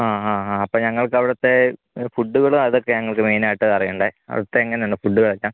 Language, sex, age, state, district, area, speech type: Malayalam, male, 18-30, Kerala, Kottayam, rural, conversation